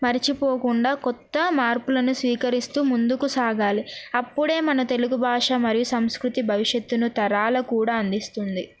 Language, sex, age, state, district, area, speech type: Telugu, female, 18-30, Telangana, Narayanpet, urban, spontaneous